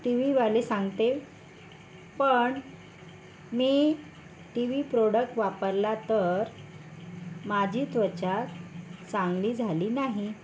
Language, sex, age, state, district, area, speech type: Marathi, female, 45-60, Maharashtra, Yavatmal, urban, spontaneous